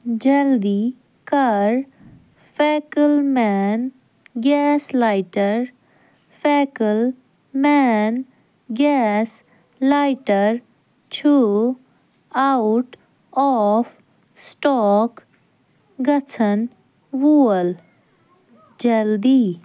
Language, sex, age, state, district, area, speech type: Kashmiri, female, 18-30, Jammu and Kashmir, Ganderbal, rural, read